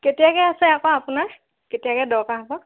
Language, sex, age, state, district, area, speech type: Assamese, female, 18-30, Assam, Lakhimpur, rural, conversation